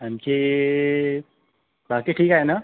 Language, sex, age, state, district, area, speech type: Marathi, male, 45-60, Maharashtra, Nagpur, urban, conversation